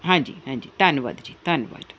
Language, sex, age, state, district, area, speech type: Punjabi, female, 45-60, Punjab, Ludhiana, urban, spontaneous